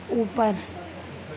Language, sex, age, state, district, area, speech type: Hindi, female, 18-30, Madhya Pradesh, Harda, urban, read